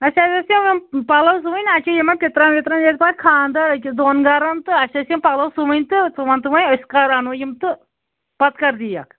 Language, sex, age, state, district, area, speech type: Kashmiri, female, 30-45, Jammu and Kashmir, Anantnag, rural, conversation